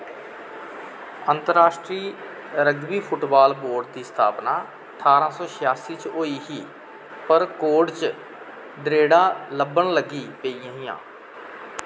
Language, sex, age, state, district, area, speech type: Dogri, male, 45-60, Jammu and Kashmir, Kathua, rural, read